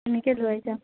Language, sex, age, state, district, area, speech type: Assamese, female, 18-30, Assam, Nagaon, rural, conversation